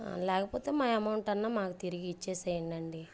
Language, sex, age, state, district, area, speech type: Telugu, female, 30-45, Andhra Pradesh, Bapatla, urban, spontaneous